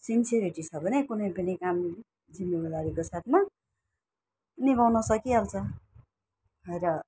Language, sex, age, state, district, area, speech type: Nepali, female, 60+, West Bengal, Alipurduar, urban, spontaneous